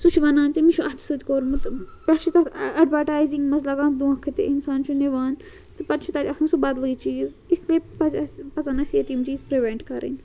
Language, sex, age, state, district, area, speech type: Kashmiri, female, 18-30, Jammu and Kashmir, Srinagar, urban, spontaneous